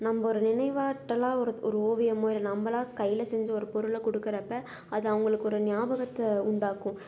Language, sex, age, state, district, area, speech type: Tamil, female, 18-30, Tamil Nadu, Salem, urban, spontaneous